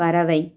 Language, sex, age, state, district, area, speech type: Tamil, female, 18-30, Tamil Nadu, Virudhunagar, rural, read